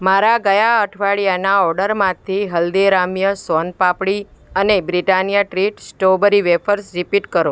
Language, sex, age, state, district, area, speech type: Gujarati, female, 45-60, Gujarat, Ahmedabad, urban, read